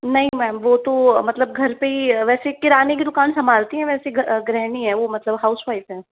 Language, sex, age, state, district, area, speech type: Hindi, female, 18-30, Rajasthan, Jaipur, urban, conversation